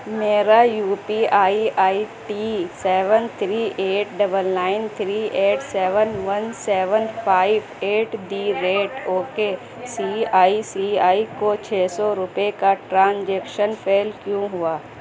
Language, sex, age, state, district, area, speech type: Urdu, female, 18-30, Uttar Pradesh, Gautam Buddha Nagar, rural, read